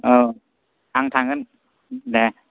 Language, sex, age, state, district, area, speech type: Bodo, male, 18-30, Assam, Kokrajhar, rural, conversation